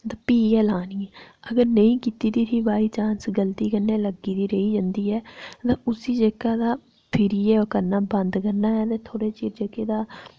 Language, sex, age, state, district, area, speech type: Dogri, female, 30-45, Jammu and Kashmir, Reasi, rural, spontaneous